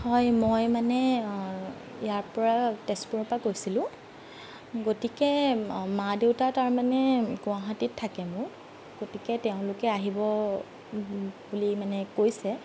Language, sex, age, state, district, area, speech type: Assamese, female, 30-45, Assam, Sonitpur, rural, spontaneous